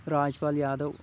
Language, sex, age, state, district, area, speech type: Kashmiri, male, 30-45, Jammu and Kashmir, Kulgam, rural, spontaneous